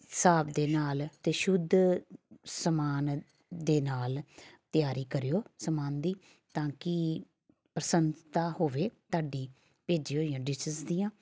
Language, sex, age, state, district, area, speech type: Punjabi, female, 30-45, Punjab, Tarn Taran, urban, spontaneous